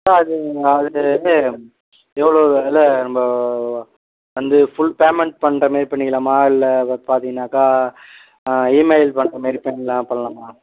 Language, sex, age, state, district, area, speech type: Tamil, male, 18-30, Tamil Nadu, Viluppuram, rural, conversation